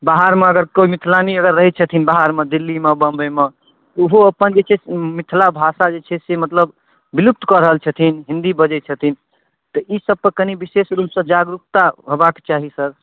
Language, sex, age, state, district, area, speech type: Maithili, male, 18-30, Bihar, Darbhanga, urban, conversation